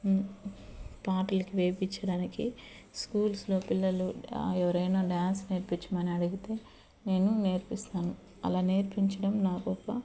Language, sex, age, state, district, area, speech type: Telugu, female, 30-45, Andhra Pradesh, Eluru, urban, spontaneous